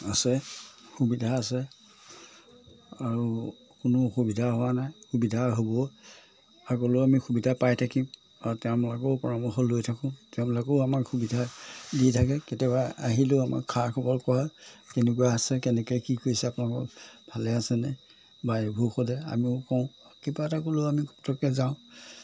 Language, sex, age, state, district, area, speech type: Assamese, male, 60+, Assam, Majuli, urban, spontaneous